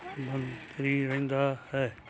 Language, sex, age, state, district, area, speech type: Punjabi, male, 60+, Punjab, Muktsar, urban, spontaneous